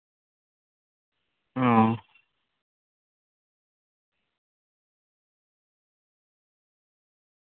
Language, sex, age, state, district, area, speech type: Santali, male, 18-30, West Bengal, Bankura, rural, conversation